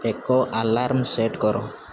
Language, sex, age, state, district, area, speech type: Odia, male, 18-30, Odisha, Rayagada, rural, read